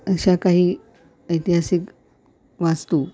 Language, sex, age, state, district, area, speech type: Marathi, female, 60+, Maharashtra, Thane, urban, spontaneous